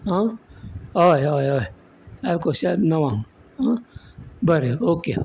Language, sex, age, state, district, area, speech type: Goan Konkani, male, 60+, Goa, Bardez, rural, spontaneous